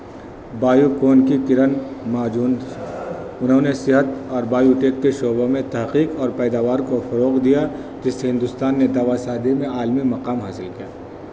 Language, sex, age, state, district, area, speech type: Urdu, male, 30-45, Delhi, North East Delhi, urban, spontaneous